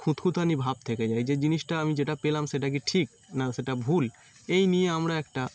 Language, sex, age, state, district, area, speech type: Bengali, male, 18-30, West Bengal, Howrah, urban, spontaneous